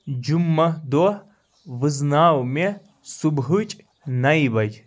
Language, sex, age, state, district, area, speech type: Kashmiri, male, 30-45, Jammu and Kashmir, Anantnag, rural, read